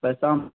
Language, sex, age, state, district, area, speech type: Urdu, male, 18-30, Bihar, Darbhanga, rural, conversation